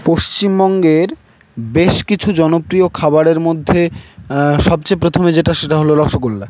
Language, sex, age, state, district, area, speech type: Bengali, male, 18-30, West Bengal, Howrah, urban, spontaneous